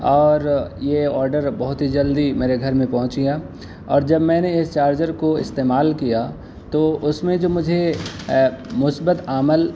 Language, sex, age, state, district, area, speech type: Urdu, male, 18-30, Delhi, East Delhi, urban, spontaneous